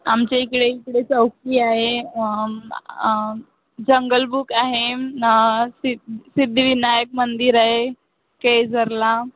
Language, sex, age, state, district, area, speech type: Marathi, female, 18-30, Maharashtra, Wardha, rural, conversation